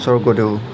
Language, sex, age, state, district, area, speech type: Assamese, male, 18-30, Assam, Nagaon, rural, spontaneous